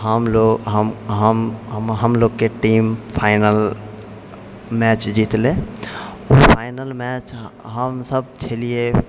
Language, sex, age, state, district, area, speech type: Maithili, male, 60+, Bihar, Purnia, urban, spontaneous